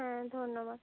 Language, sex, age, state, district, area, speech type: Bengali, female, 45-60, West Bengal, Hooghly, urban, conversation